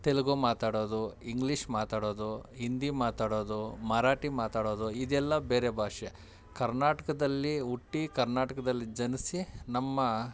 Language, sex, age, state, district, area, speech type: Kannada, male, 30-45, Karnataka, Kolar, urban, spontaneous